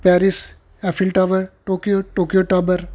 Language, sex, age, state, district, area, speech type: Punjabi, male, 45-60, Punjab, Ludhiana, urban, spontaneous